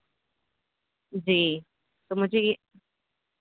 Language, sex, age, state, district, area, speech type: Urdu, female, 30-45, Uttar Pradesh, Ghaziabad, urban, conversation